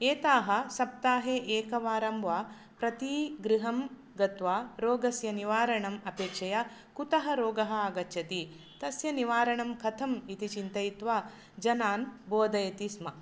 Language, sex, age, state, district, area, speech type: Sanskrit, female, 45-60, Karnataka, Dakshina Kannada, rural, spontaneous